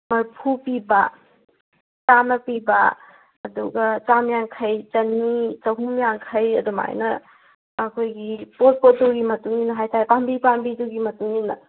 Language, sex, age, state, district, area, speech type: Manipuri, female, 18-30, Manipur, Kangpokpi, urban, conversation